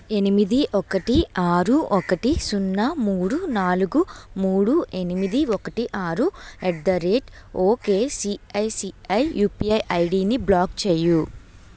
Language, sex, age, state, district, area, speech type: Telugu, female, 18-30, Andhra Pradesh, Vizianagaram, rural, read